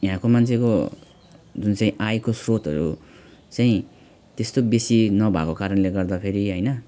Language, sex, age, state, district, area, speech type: Nepali, male, 30-45, West Bengal, Alipurduar, urban, spontaneous